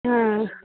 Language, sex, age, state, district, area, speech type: Bengali, female, 45-60, West Bengal, Darjeeling, rural, conversation